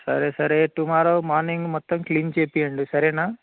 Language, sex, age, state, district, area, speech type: Telugu, male, 18-30, Telangana, Karimnagar, urban, conversation